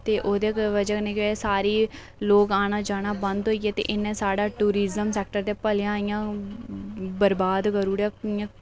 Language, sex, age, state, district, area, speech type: Dogri, female, 18-30, Jammu and Kashmir, Reasi, rural, spontaneous